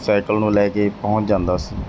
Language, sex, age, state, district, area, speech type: Punjabi, male, 30-45, Punjab, Mansa, urban, spontaneous